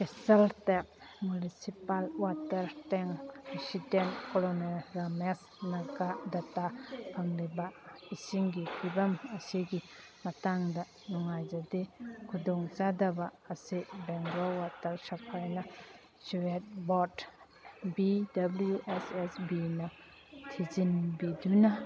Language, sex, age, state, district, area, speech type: Manipuri, female, 45-60, Manipur, Kangpokpi, urban, read